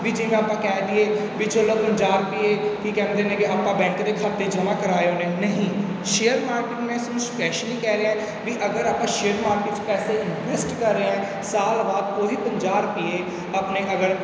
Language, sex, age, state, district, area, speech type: Punjabi, male, 18-30, Punjab, Mansa, rural, spontaneous